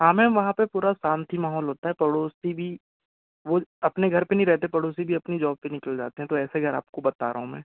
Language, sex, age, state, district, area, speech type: Hindi, male, 18-30, Madhya Pradesh, Bhopal, rural, conversation